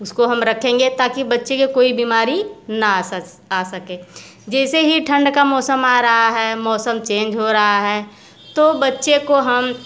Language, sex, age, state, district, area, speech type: Hindi, female, 30-45, Uttar Pradesh, Mirzapur, rural, spontaneous